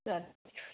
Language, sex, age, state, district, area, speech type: Assamese, female, 60+, Assam, Dibrugarh, rural, conversation